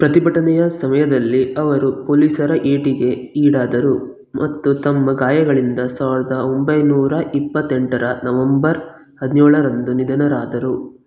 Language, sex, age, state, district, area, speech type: Kannada, male, 18-30, Karnataka, Bangalore Rural, rural, read